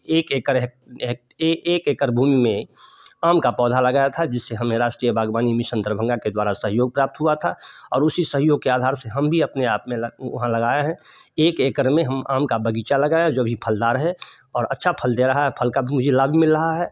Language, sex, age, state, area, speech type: Hindi, male, 60+, Bihar, urban, spontaneous